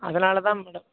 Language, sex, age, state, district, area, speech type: Tamil, male, 18-30, Tamil Nadu, Tiruvarur, rural, conversation